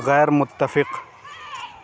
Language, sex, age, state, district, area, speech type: Urdu, male, 18-30, Uttar Pradesh, Lucknow, urban, read